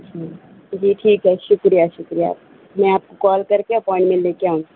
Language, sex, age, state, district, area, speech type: Urdu, female, 18-30, Telangana, Hyderabad, urban, conversation